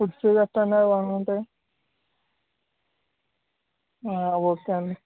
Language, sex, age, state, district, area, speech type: Telugu, male, 18-30, Andhra Pradesh, Anakapalli, rural, conversation